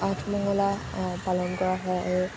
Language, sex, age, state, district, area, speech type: Assamese, female, 18-30, Assam, Jorhat, rural, spontaneous